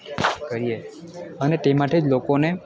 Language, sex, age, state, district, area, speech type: Gujarati, male, 18-30, Gujarat, Valsad, rural, spontaneous